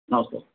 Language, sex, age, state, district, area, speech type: Odia, male, 60+, Odisha, Kendrapara, urban, conversation